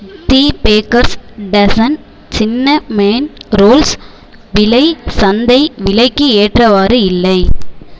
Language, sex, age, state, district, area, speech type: Tamil, female, 18-30, Tamil Nadu, Tiruvarur, rural, read